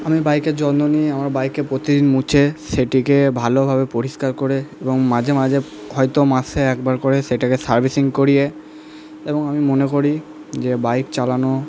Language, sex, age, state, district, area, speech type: Bengali, male, 18-30, West Bengal, Purba Bardhaman, urban, spontaneous